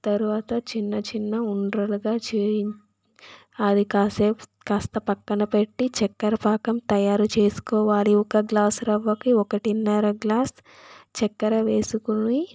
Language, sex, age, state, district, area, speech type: Telugu, female, 30-45, Andhra Pradesh, Chittoor, urban, spontaneous